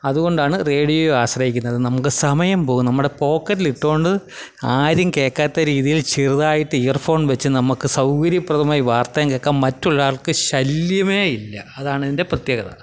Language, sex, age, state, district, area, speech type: Malayalam, male, 45-60, Kerala, Kottayam, urban, spontaneous